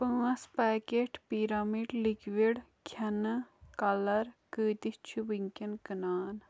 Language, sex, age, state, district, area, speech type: Kashmiri, female, 18-30, Jammu and Kashmir, Kulgam, rural, read